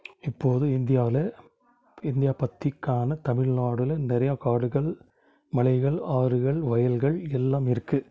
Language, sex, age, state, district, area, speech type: Tamil, male, 45-60, Tamil Nadu, Krishnagiri, rural, spontaneous